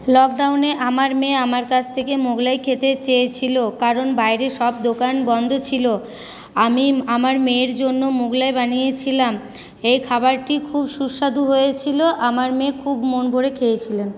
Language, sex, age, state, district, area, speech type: Bengali, female, 18-30, West Bengal, Paschim Bardhaman, rural, spontaneous